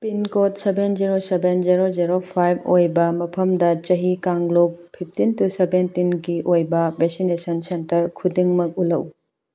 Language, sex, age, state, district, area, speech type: Manipuri, female, 18-30, Manipur, Tengnoupal, rural, read